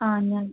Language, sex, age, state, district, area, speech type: Malayalam, female, 18-30, Kerala, Idukki, rural, conversation